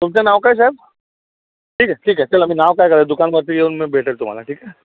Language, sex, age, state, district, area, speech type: Marathi, male, 45-60, Maharashtra, Yavatmal, urban, conversation